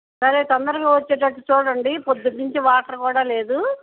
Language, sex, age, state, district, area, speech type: Telugu, female, 60+, Andhra Pradesh, Krishna, urban, conversation